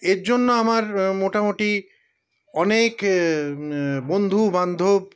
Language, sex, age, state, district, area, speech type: Bengali, male, 60+, West Bengal, Paschim Bardhaman, urban, spontaneous